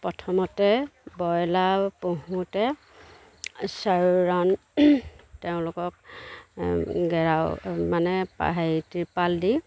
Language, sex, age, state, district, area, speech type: Assamese, female, 30-45, Assam, Charaideo, rural, spontaneous